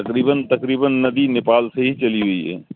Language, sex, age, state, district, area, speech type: Urdu, male, 60+, Bihar, Supaul, rural, conversation